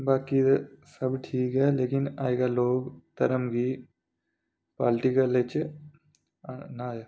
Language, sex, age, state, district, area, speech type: Dogri, male, 18-30, Jammu and Kashmir, Reasi, urban, spontaneous